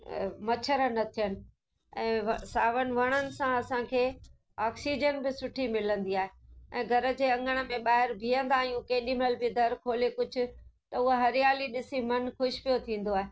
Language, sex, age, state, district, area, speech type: Sindhi, female, 60+, Gujarat, Kutch, urban, spontaneous